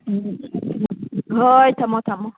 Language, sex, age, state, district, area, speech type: Manipuri, female, 30-45, Manipur, Senapati, rural, conversation